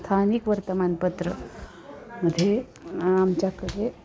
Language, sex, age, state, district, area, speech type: Marathi, female, 45-60, Maharashtra, Osmanabad, rural, spontaneous